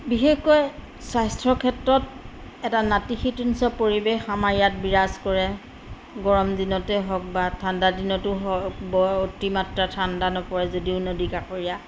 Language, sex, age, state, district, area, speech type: Assamese, female, 45-60, Assam, Majuli, rural, spontaneous